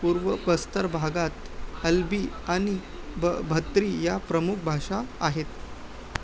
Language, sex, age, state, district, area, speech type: Marathi, male, 18-30, Maharashtra, Thane, urban, read